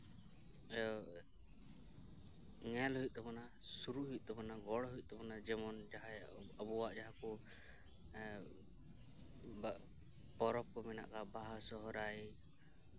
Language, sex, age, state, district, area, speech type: Santali, male, 18-30, West Bengal, Birbhum, rural, spontaneous